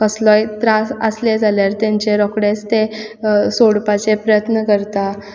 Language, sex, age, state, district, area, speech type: Goan Konkani, female, 18-30, Goa, Quepem, rural, spontaneous